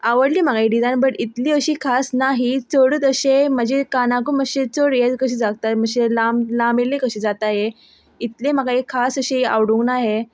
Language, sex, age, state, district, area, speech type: Goan Konkani, female, 18-30, Goa, Ponda, rural, spontaneous